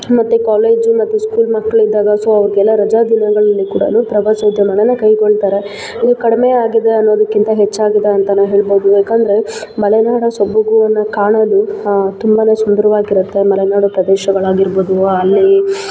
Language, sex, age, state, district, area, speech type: Kannada, female, 18-30, Karnataka, Kolar, rural, spontaneous